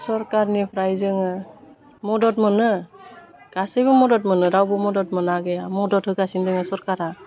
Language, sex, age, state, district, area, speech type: Bodo, female, 45-60, Assam, Udalguri, urban, spontaneous